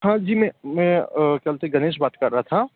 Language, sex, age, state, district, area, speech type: Hindi, male, 30-45, Madhya Pradesh, Bhopal, urban, conversation